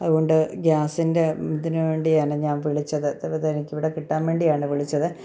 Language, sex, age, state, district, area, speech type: Malayalam, female, 45-60, Kerala, Kottayam, rural, spontaneous